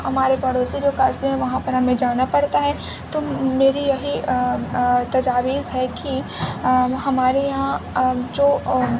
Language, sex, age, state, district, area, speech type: Urdu, female, 18-30, Uttar Pradesh, Mau, urban, spontaneous